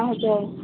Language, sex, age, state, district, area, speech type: Nepali, female, 18-30, West Bengal, Kalimpong, rural, conversation